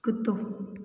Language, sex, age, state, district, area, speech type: Sindhi, female, 45-60, Gujarat, Junagadh, urban, read